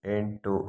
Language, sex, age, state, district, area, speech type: Kannada, male, 45-60, Karnataka, Chikkaballapur, rural, read